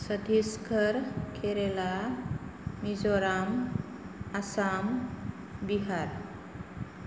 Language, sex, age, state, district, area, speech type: Bodo, female, 45-60, Assam, Kokrajhar, rural, spontaneous